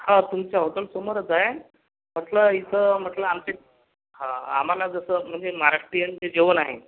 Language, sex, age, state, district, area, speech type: Marathi, male, 45-60, Maharashtra, Akola, rural, conversation